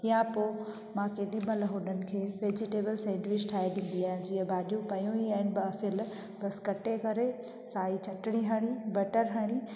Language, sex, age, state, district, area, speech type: Sindhi, female, 18-30, Gujarat, Junagadh, rural, spontaneous